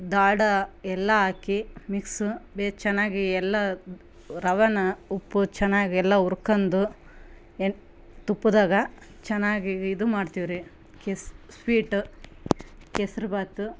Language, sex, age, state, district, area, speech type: Kannada, female, 30-45, Karnataka, Vijayanagara, rural, spontaneous